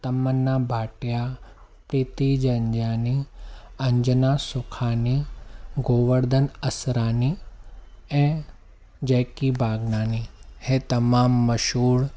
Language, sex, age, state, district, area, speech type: Sindhi, male, 18-30, Maharashtra, Thane, urban, spontaneous